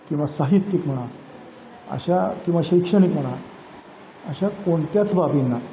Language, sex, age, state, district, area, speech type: Marathi, male, 60+, Maharashtra, Satara, urban, spontaneous